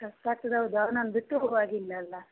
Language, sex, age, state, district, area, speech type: Kannada, female, 45-60, Karnataka, Udupi, rural, conversation